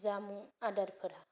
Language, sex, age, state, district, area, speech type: Bodo, female, 30-45, Assam, Kokrajhar, rural, spontaneous